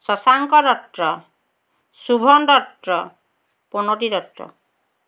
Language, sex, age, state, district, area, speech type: Assamese, female, 60+, Assam, Dhemaji, rural, spontaneous